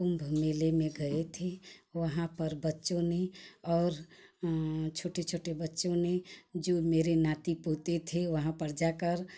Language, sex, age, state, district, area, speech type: Hindi, female, 45-60, Uttar Pradesh, Ghazipur, rural, spontaneous